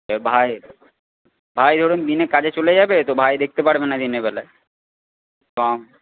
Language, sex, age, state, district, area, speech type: Bengali, female, 30-45, West Bengal, Purba Bardhaman, urban, conversation